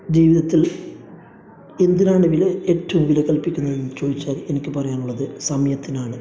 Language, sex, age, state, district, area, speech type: Malayalam, male, 30-45, Kerala, Kasaragod, rural, spontaneous